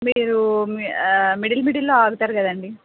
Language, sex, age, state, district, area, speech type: Telugu, female, 18-30, Andhra Pradesh, Anantapur, urban, conversation